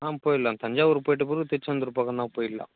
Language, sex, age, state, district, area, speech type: Tamil, male, 30-45, Tamil Nadu, Chengalpattu, rural, conversation